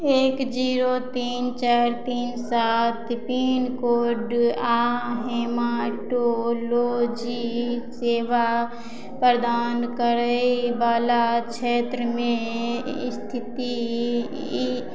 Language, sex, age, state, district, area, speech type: Maithili, female, 30-45, Bihar, Madhubani, rural, read